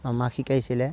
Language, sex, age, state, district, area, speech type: Assamese, male, 30-45, Assam, Darrang, rural, spontaneous